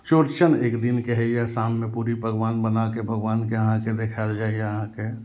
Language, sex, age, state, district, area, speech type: Maithili, male, 30-45, Bihar, Madhubani, rural, spontaneous